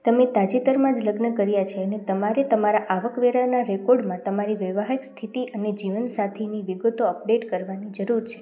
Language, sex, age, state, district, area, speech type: Gujarati, female, 18-30, Gujarat, Rajkot, rural, spontaneous